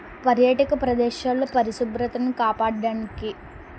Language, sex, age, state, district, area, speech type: Telugu, female, 18-30, Andhra Pradesh, Eluru, rural, spontaneous